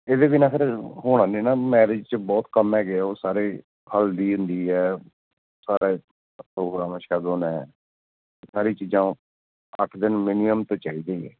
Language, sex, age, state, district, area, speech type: Punjabi, male, 45-60, Punjab, Gurdaspur, urban, conversation